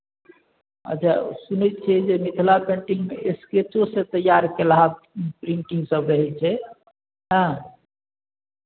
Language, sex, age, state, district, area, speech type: Maithili, male, 45-60, Bihar, Madhubani, rural, conversation